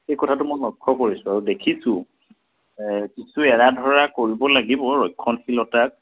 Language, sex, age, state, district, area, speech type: Assamese, male, 30-45, Assam, Majuli, urban, conversation